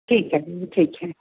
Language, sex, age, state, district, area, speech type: Hindi, female, 45-60, Uttar Pradesh, Pratapgarh, rural, conversation